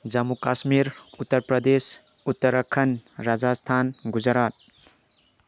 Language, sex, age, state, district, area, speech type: Manipuri, male, 18-30, Manipur, Tengnoupal, rural, spontaneous